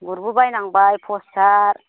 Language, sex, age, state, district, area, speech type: Bodo, female, 45-60, Assam, Baksa, rural, conversation